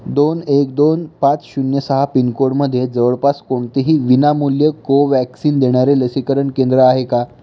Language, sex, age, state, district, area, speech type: Marathi, male, 18-30, Maharashtra, Pune, urban, read